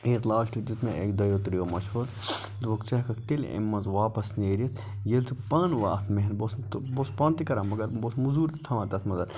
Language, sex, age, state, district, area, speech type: Kashmiri, male, 30-45, Jammu and Kashmir, Budgam, rural, spontaneous